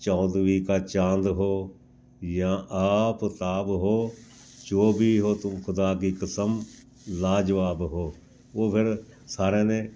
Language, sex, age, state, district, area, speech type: Punjabi, male, 60+, Punjab, Amritsar, urban, spontaneous